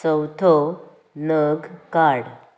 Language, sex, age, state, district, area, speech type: Goan Konkani, female, 18-30, Goa, Canacona, rural, read